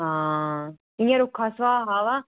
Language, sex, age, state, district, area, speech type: Dogri, female, 30-45, Jammu and Kashmir, Udhampur, urban, conversation